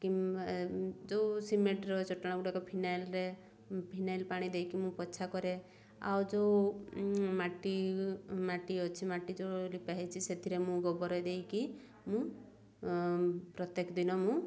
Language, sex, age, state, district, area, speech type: Odia, female, 30-45, Odisha, Mayurbhanj, rural, spontaneous